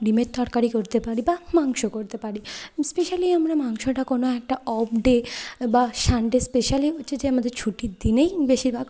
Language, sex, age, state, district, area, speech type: Bengali, female, 30-45, West Bengal, Bankura, urban, spontaneous